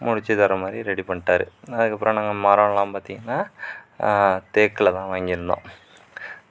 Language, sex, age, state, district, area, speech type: Tamil, male, 45-60, Tamil Nadu, Sivaganga, rural, spontaneous